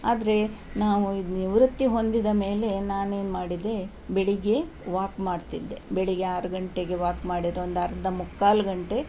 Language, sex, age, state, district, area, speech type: Kannada, female, 60+, Karnataka, Udupi, rural, spontaneous